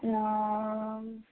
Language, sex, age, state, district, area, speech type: Maithili, female, 18-30, Bihar, Purnia, rural, conversation